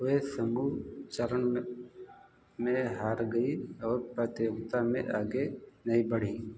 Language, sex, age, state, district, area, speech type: Hindi, male, 45-60, Uttar Pradesh, Ayodhya, rural, read